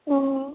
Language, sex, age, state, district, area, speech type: Assamese, female, 18-30, Assam, Charaideo, urban, conversation